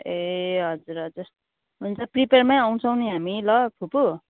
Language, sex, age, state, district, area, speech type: Nepali, female, 30-45, West Bengal, Kalimpong, rural, conversation